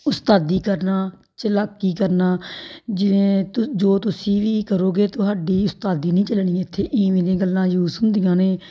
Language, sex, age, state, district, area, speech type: Punjabi, female, 30-45, Punjab, Tarn Taran, rural, spontaneous